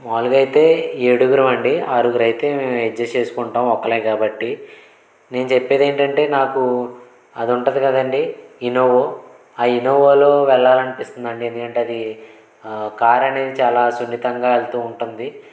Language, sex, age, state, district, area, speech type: Telugu, male, 18-30, Andhra Pradesh, Konaseema, rural, spontaneous